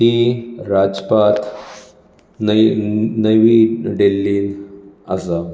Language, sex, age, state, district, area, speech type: Goan Konkani, male, 30-45, Goa, Bardez, urban, spontaneous